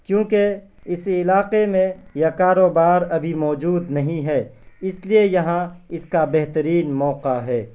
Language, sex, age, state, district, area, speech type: Urdu, male, 18-30, Bihar, Purnia, rural, spontaneous